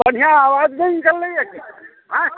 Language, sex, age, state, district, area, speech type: Maithili, male, 60+, Bihar, Muzaffarpur, rural, conversation